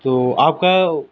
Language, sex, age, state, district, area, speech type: Urdu, male, 18-30, Delhi, South Delhi, urban, spontaneous